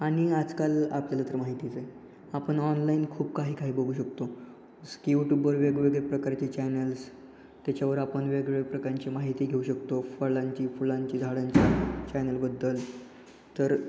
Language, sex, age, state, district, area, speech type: Marathi, male, 18-30, Maharashtra, Ratnagiri, urban, spontaneous